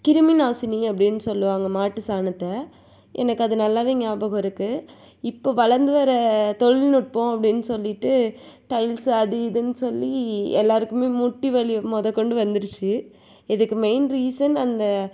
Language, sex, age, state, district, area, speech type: Tamil, female, 45-60, Tamil Nadu, Tiruvarur, rural, spontaneous